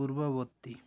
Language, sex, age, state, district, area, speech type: Odia, male, 45-60, Odisha, Malkangiri, urban, read